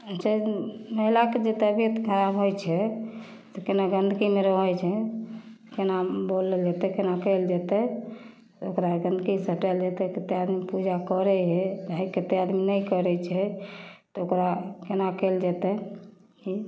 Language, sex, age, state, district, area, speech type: Maithili, female, 45-60, Bihar, Samastipur, rural, spontaneous